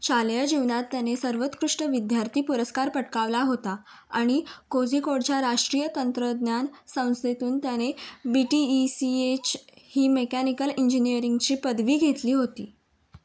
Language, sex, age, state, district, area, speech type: Marathi, female, 18-30, Maharashtra, Raigad, rural, read